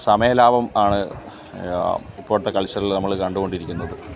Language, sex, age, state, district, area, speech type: Malayalam, male, 30-45, Kerala, Alappuzha, rural, spontaneous